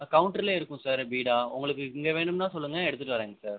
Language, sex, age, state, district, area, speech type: Tamil, male, 18-30, Tamil Nadu, Ariyalur, rural, conversation